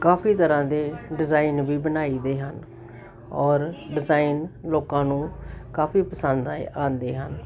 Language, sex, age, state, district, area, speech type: Punjabi, female, 60+, Punjab, Jalandhar, urban, spontaneous